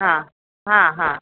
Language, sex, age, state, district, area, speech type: Sindhi, female, 60+, Maharashtra, Thane, urban, conversation